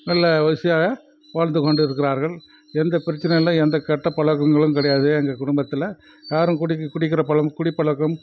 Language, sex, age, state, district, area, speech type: Tamil, male, 45-60, Tamil Nadu, Krishnagiri, rural, spontaneous